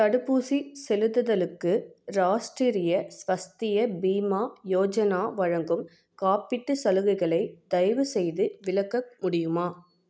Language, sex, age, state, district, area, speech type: Tamil, female, 18-30, Tamil Nadu, Vellore, urban, read